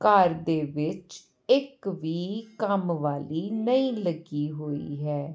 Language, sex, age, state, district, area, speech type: Punjabi, female, 45-60, Punjab, Ludhiana, rural, spontaneous